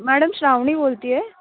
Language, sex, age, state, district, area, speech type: Marathi, female, 18-30, Maharashtra, Nashik, urban, conversation